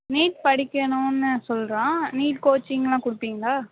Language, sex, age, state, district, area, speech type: Tamil, female, 30-45, Tamil Nadu, Mayiladuthurai, urban, conversation